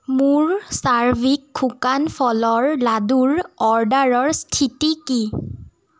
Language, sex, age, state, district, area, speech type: Assamese, female, 18-30, Assam, Sonitpur, rural, read